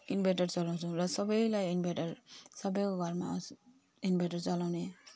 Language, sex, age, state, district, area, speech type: Nepali, female, 45-60, West Bengal, Jalpaiguri, urban, spontaneous